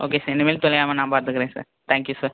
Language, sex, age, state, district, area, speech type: Tamil, male, 18-30, Tamil Nadu, Ariyalur, rural, conversation